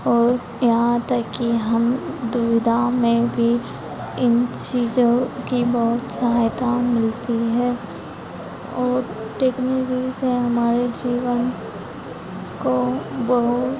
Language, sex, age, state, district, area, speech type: Hindi, female, 18-30, Madhya Pradesh, Harda, urban, spontaneous